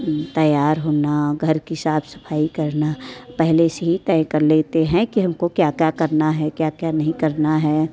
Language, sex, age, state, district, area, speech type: Hindi, female, 30-45, Uttar Pradesh, Mirzapur, rural, spontaneous